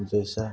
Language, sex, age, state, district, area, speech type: Hindi, male, 45-60, Uttar Pradesh, Prayagraj, rural, spontaneous